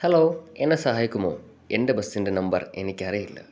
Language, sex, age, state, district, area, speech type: Malayalam, male, 18-30, Kerala, Wayanad, rural, read